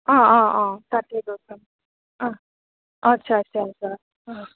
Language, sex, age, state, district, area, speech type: Assamese, female, 18-30, Assam, Goalpara, urban, conversation